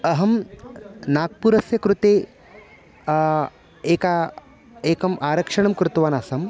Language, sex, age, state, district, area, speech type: Sanskrit, male, 30-45, Maharashtra, Nagpur, urban, spontaneous